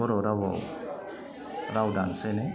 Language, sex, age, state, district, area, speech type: Bodo, male, 30-45, Assam, Udalguri, urban, spontaneous